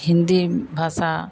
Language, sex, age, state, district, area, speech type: Hindi, female, 60+, Bihar, Madhepura, rural, spontaneous